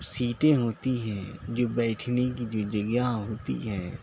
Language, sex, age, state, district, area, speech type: Urdu, male, 18-30, Telangana, Hyderabad, urban, spontaneous